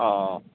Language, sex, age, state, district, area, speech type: Assamese, male, 30-45, Assam, Goalpara, rural, conversation